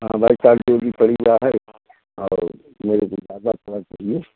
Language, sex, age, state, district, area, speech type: Hindi, male, 45-60, Uttar Pradesh, Jaunpur, rural, conversation